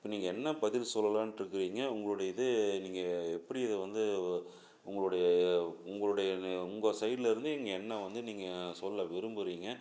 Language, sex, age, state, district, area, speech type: Tamil, male, 45-60, Tamil Nadu, Salem, urban, spontaneous